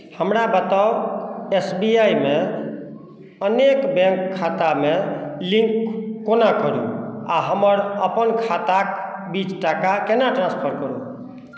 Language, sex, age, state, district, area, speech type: Maithili, male, 60+, Bihar, Madhubani, urban, read